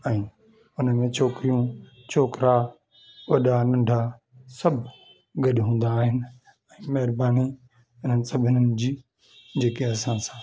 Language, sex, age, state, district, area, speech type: Sindhi, male, 45-60, Delhi, South Delhi, urban, spontaneous